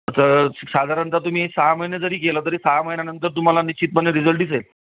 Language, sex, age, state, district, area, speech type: Marathi, male, 45-60, Maharashtra, Jalna, urban, conversation